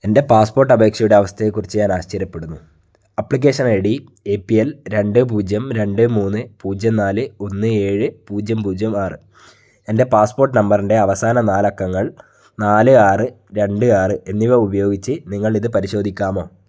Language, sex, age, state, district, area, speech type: Malayalam, male, 30-45, Kerala, Wayanad, rural, read